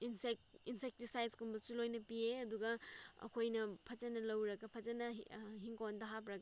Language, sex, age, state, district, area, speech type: Manipuri, female, 18-30, Manipur, Senapati, rural, spontaneous